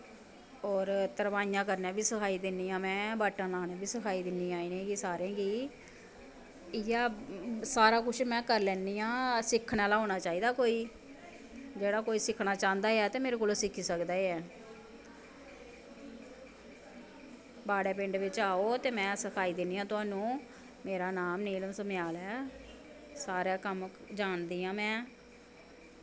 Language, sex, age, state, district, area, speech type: Dogri, female, 30-45, Jammu and Kashmir, Samba, rural, spontaneous